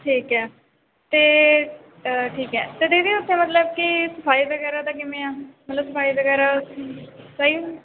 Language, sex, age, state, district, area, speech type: Punjabi, female, 18-30, Punjab, Shaheed Bhagat Singh Nagar, urban, conversation